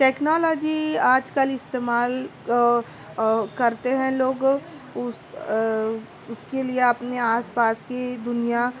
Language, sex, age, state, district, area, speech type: Urdu, female, 30-45, Maharashtra, Nashik, rural, spontaneous